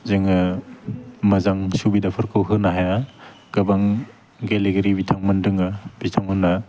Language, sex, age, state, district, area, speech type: Bodo, male, 18-30, Assam, Udalguri, urban, spontaneous